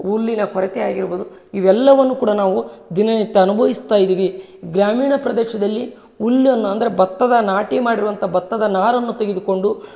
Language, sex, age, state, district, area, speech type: Kannada, male, 30-45, Karnataka, Bellary, rural, spontaneous